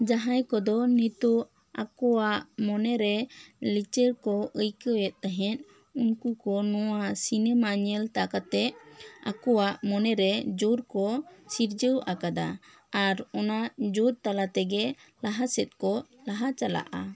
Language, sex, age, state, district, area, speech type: Santali, female, 18-30, West Bengal, Bankura, rural, spontaneous